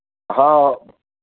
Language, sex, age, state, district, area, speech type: Hindi, male, 45-60, Madhya Pradesh, Ujjain, urban, conversation